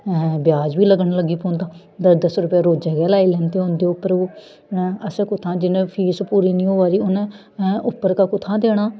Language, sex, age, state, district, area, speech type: Dogri, female, 30-45, Jammu and Kashmir, Samba, rural, spontaneous